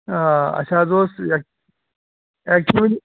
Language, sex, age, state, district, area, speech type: Kashmiri, male, 30-45, Jammu and Kashmir, Pulwama, urban, conversation